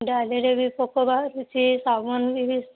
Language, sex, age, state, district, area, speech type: Odia, female, 30-45, Odisha, Boudh, rural, conversation